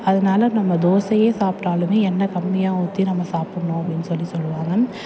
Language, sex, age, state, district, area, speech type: Tamil, female, 30-45, Tamil Nadu, Thanjavur, urban, spontaneous